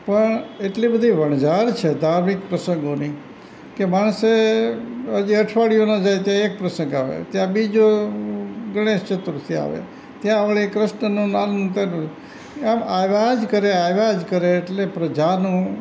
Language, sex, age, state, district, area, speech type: Gujarati, male, 60+, Gujarat, Rajkot, rural, spontaneous